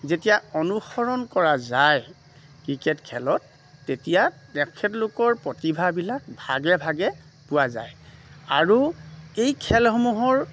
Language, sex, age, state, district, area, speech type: Assamese, male, 30-45, Assam, Lakhimpur, urban, spontaneous